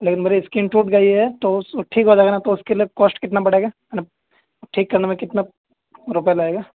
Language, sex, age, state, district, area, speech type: Urdu, male, 18-30, Delhi, North West Delhi, urban, conversation